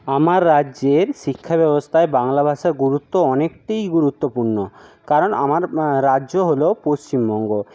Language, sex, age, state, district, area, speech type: Bengali, male, 60+, West Bengal, Jhargram, rural, spontaneous